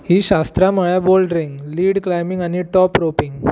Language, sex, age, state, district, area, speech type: Goan Konkani, male, 18-30, Goa, Tiswadi, rural, read